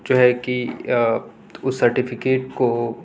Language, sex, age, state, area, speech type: Urdu, male, 18-30, Uttar Pradesh, urban, spontaneous